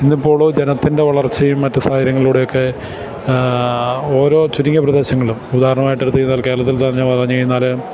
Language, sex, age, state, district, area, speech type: Malayalam, male, 45-60, Kerala, Kottayam, urban, spontaneous